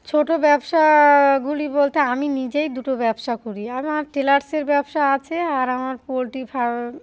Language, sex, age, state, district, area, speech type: Bengali, female, 30-45, West Bengal, Darjeeling, urban, spontaneous